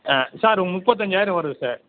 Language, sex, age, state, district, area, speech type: Tamil, male, 60+, Tamil Nadu, Cuddalore, urban, conversation